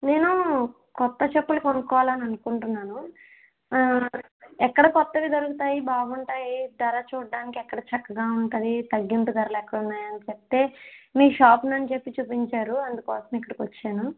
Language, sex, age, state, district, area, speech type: Telugu, female, 45-60, Andhra Pradesh, East Godavari, rural, conversation